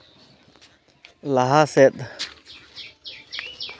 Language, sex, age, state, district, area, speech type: Santali, male, 18-30, West Bengal, Malda, rural, read